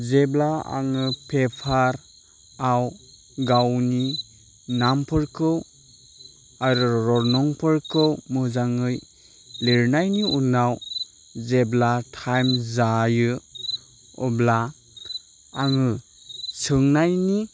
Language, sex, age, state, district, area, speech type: Bodo, male, 30-45, Assam, Chirang, urban, spontaneous